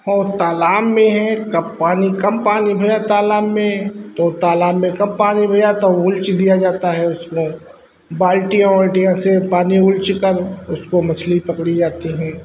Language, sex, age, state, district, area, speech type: Hindi, male, 60+, Uttar Pradesh, Hardoi, rural, spontaneous